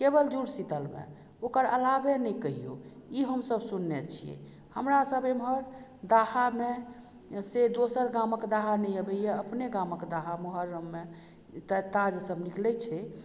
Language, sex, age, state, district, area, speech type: Maithili, female, 45-60, Bihar, Madhubani, rural, spontaneous